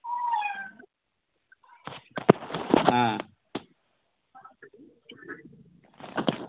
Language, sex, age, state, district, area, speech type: Bengali, male, 30-45, West Bengal, Howrah, urban, conversation